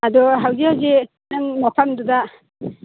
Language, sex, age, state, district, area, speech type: Manipuri, female, 60+, Manipur, Churachandpur, urban, conversation